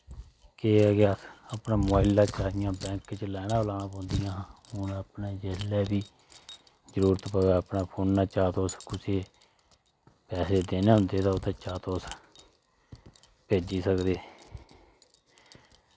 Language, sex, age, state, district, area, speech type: Dogri, male, 30-45, Jammu and Kashmir, Udhampur, rural, spontaneous